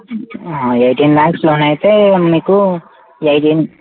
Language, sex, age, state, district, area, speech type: Telugu, male, 18-30, Telangana, Mancherial, urban, conversation